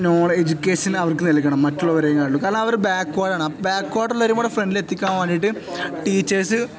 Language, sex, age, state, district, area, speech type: Malayalam, male, 18-30, Kerala, Kozhikode, rural, spontaneous